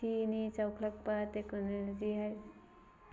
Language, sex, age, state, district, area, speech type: Manipuri, female, 18-30, Manipur, Thoubal, rural, spontaneous